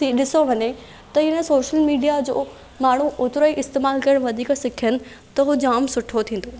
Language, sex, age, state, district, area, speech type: Sindhi, female, 18-30, Maharashtra, Thane, urban, spontaneous